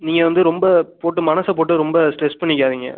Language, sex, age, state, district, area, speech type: Tamil, male, 18-30, Tamil Nadu, Pudukkottai, rural, conversation